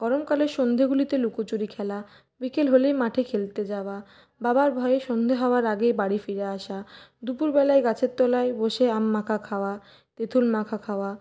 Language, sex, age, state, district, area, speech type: Bengali, female, 30-45, West Bengal, Purulia, urban, spontaneous